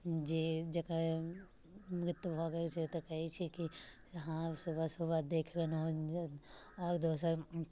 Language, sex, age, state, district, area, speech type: Maithili, female, 18-30, Bihar, Muzaffarpur, urban, spontaneous